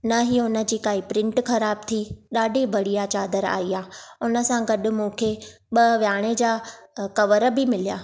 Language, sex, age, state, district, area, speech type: Sindhi, female, 30-45, Maharashtra, Thane, urban, spontaneous